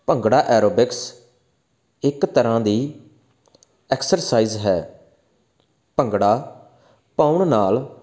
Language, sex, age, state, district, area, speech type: Punjabi, male, 18-30, Punjab, Faridkot, urban, spontaneous